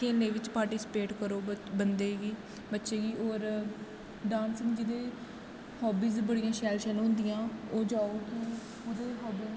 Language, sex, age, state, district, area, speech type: Dogri, female, 18-30, Jammu and Kashmir, Kathua, rural, spontaneous